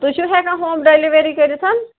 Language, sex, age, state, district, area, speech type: Kashmiri, male, 30-45, Jammu and Kashmir, Srinagar, urban, conversation